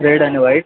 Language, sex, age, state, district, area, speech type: Marathi, male, 18-30, Maharashtra, Thane, urban, conversation